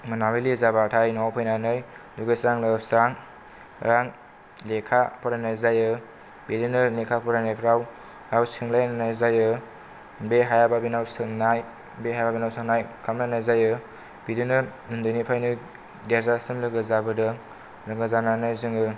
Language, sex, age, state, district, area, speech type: Bodo, male, 18-30, Assam, Kokrajhar, rural, spontaneous